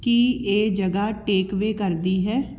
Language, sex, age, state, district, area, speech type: Punjabi, female, 30-45, Punjab, Patiala, urban, read